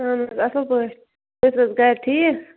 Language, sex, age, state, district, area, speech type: Kashmiri, female, 18-30, Jammu and Kashmir, Bandipora, rural, conversation